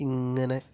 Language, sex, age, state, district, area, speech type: Malayalam, male, 30-45, Kerala, Kasaragod, urban, spontaneous